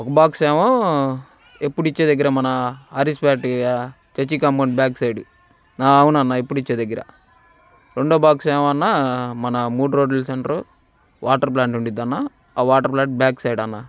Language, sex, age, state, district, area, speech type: Telugu, male, 18-30, Andhra Pradesh, Bapatla, rural, spontaneous